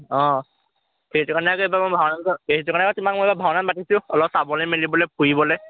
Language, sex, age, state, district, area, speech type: Assamese, male, 18-30, Assam, Majuli, urban, conversation